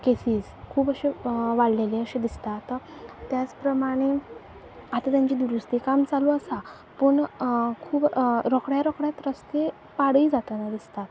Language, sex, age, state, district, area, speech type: Goan Konkani, female, 18-30, Goa, Quepem, rural, spontaneous